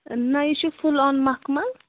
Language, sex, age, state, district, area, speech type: Kashmiri, female, 18-30, Jammu and Kashmir, Pulwama, rural, conversation